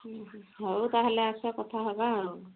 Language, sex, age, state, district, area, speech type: Odia, female, 45-60, Odisha, Angul, rural, conversation